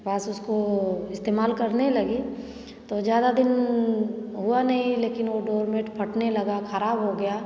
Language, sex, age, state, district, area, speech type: Hindi, female, 30-45, Uttar Pradesh, Varanasi, rural, spontaneous